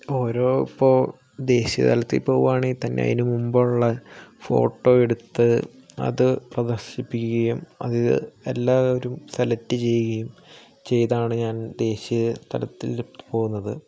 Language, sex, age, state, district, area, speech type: Malayalam, male, 18-30, Kerala, Wayanad, rural, spontaneous